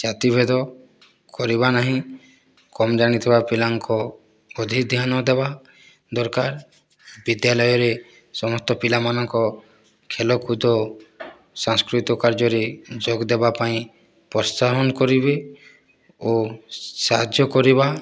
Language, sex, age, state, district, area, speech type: Odia, male, 18-30, Odisha, Boudh, rural, spontaneous